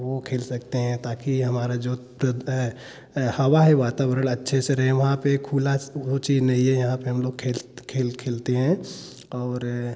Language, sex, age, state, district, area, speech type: Hindi, male, 18-30, Uttar Pradesh, Jaunpur, rural, spontaneous